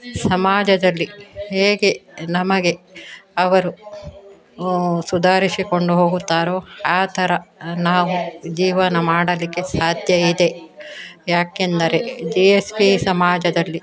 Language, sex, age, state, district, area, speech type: Kannada, female, 60+, Karnataka, Udupi, rural, spontaneous